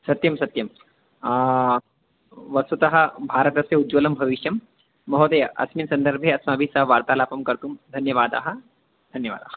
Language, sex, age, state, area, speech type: Sanskrit, male, 30-45, Madhya Pradesh, urban, conversation